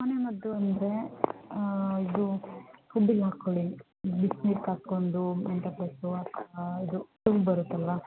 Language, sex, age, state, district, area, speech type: Kannada, female, 30-45, Karnataka, Chitradurga, rural, conversation